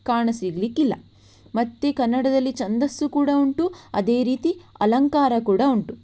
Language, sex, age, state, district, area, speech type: Kannada, female, 18-30, Karnataka, Shimoga, rural, spontaneous